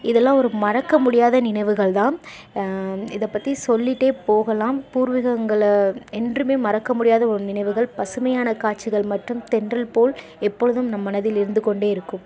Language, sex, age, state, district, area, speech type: Tamil, female, 18-30, Tamil Nadu, Dharmapuri, urban, spontaneous